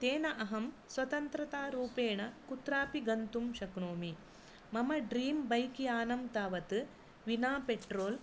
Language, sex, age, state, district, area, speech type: Sanskrit, female, 45-60, Karnataka, Dakshina Kannada, rural, spontaneous